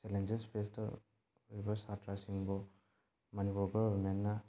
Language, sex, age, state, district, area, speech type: Manipuri, male, 18-30, Manipur, Bishnupur, rural, spontaneous